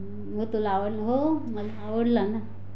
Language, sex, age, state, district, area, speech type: Marathi, female, 45-60, Maharashtra, Raigad, rural, spontaneous